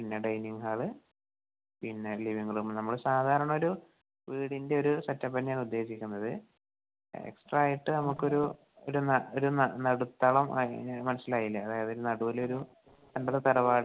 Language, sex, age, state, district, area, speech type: Malayalam, male, 30-45, Kerala, Palakkad, rural, conversation